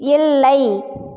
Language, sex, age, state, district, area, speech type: Tamil, female, 18-30, Tamil Nadu, Cuddalore, rural, read